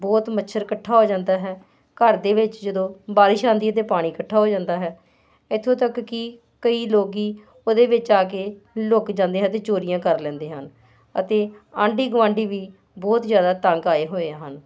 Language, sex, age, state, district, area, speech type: Punjabi, female, 45-60, Punjab, Hoshiarpur, urban, spontaneous